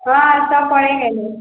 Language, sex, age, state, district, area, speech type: Maithili, female, 30-45, Bihar, Sitamarhi, rural, conversation